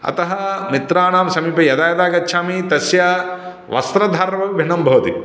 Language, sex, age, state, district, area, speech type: Sanskrit, male, 30-45, Andhra Pradesh, Guntur, urban, spontaneous